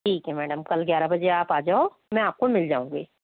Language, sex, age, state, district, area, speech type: Hindi, female, 60+, Rajasthan, Jaipur, urban, conversation